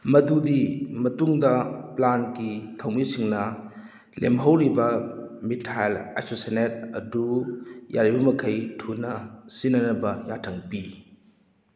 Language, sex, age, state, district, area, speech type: Manipuri, male, 30-45, Manipur, Kakching, rural, read